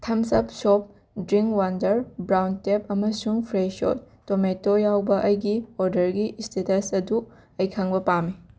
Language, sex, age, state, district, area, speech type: Manipuri, female, 18-30, Manipur, Imphal West, rural, read